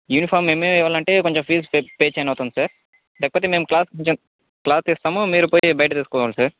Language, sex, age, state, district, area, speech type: Telugu, male, 30-45, Andhra Pradesh, Chittoor, rural, conversation